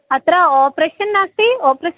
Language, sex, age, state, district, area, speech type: Sanskrit, female, 18-30, Kerala, Malappuram, urban, conversation